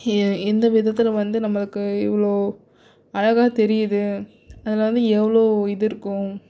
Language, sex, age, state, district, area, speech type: Tamil, female, 18-30, Tamil Nadu, Nagapattinam, rural, spontaneous